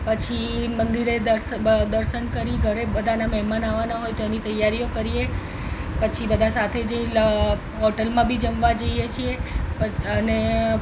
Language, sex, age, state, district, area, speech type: Gujarati, female, 30-45, Gujarat, Ahmedabad, urban, spontaneous